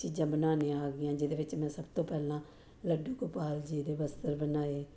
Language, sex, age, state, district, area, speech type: Punjabi, female, 45-60, Punjab, Jalandhar, urban, spontaneous